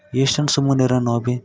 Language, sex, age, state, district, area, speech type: Kannada, male, 18-30, Karnataka, Yadgir, rural, spontaneous